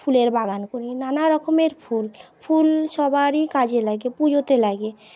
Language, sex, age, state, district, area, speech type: Bengali, female, 30-45, West Bengal, Paschim Medinipur, urban, spontaneous